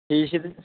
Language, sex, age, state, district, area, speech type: Manipuri, male, 30-45, Manipur, Churachandpur, rural, conversation